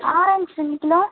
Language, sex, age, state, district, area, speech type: Tamil, female, 18-30, Tamil Nadu, Kallakurichi, rural, conversation